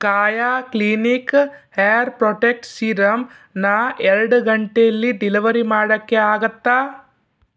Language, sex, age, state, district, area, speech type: Kannada, male, 30-45, Karnataka, Shimoga, rural, read